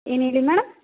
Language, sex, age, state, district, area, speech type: Kannada, female, 30-45, Karnataka, Hassan, rural, conversation